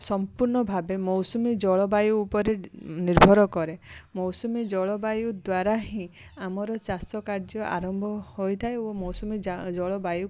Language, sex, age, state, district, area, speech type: Odia, female, 30-45, Odisha, Balasore, rural, spontaneous